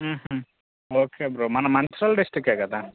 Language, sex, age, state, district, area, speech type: Telugu, male, 18-30, Telangana, Mancherial, rural, conversation